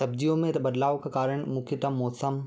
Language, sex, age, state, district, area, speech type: Hindi, male, 18-30, Madhya Pradesh, Bhopal, urban, spontaneous